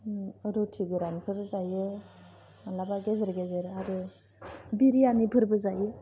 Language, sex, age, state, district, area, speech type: Bodo, female, 45-60, Assam, Kokrajhar, urban, spontaneous